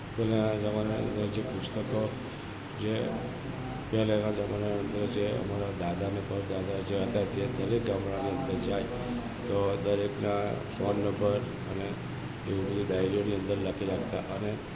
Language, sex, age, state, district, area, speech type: Gujarati, male, 60+, Gujarat, Narmada, rural, spontaneous